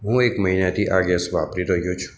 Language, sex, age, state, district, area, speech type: Gujarati, male, 18-30, Gujarat, Aravalli, rural, spontaneous